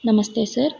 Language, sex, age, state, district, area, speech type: Kannada, female, 18-30, Karnataka, Tumkur, rural, spontaneous